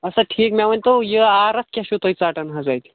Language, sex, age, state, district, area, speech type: Kashmiri, male, 18-30, Jammu and Kashmir, Kulgam, urban, conversation